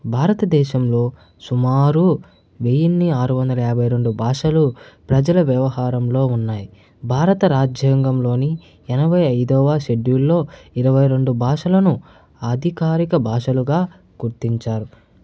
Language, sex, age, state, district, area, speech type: Telugu, male, 45-60, Andhra Pradesh, Chittoor, urban, spontaneous